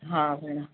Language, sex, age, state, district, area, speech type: Sindhi, female, 60+, Madhya Pradesh, Katni, urban, conversation